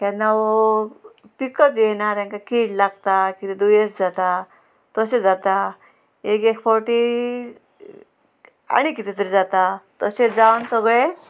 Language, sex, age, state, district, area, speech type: Goan Konkani, female, 30-45, Goa, Murmgao, rural, spontaneous